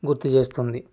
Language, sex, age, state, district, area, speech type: Telugu, male, 45-60, Andhra Pradesh, Konaseema, rural, spontaneous